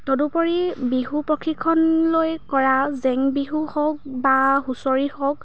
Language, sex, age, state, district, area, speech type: Assamese, female, 30-45, Assam, Charaideo, urban, spontaneous